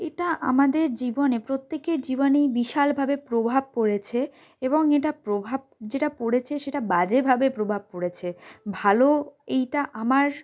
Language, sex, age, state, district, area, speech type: Bengali, female, 18-30, West Bengal, Jalpaiguri, rural, spontaneous